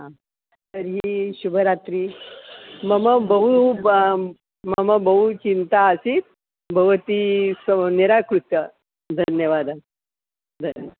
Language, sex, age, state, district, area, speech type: Sanskrit, female, 60+, Maharashtra, Nagpur, urban, conversation